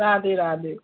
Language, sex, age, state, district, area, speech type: Hindi, female, 30-45, Madhya Pradesh, Gwalior, rural, conversation